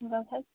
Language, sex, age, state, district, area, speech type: Kashmiri, female, 18-30, Jammu and Kashmir, Pulwama, rural, conversation